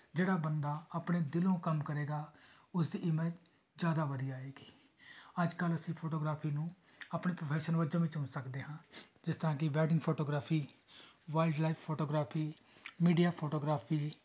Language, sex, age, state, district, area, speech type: Punjabi, male, 30-45, Punjab, Tarn Taran, urban, spontaneous